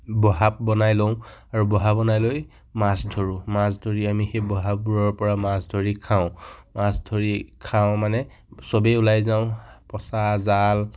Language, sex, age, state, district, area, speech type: Assamese, male, 60+, Assam, Kamrup Metropolitan, urban, spontaneous